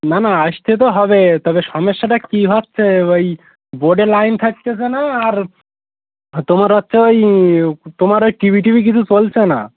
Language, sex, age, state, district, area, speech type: Bengali, male, 18-30, West Bengal, Uttar Dinajpur, urban, conversation